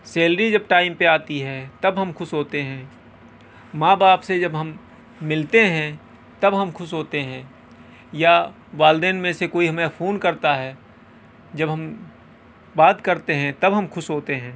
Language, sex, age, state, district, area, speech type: Urdu, male, 30-45, Uttar Pradesh, Balrampur, rural, spontaneous